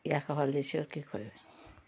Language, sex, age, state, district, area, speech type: Maithili, female, 45-60, Bihar, Darbhanga, urban, spontaneous